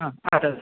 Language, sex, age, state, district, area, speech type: Malayalam, female, 60+, Kerala, Kasaragod, urban, conversation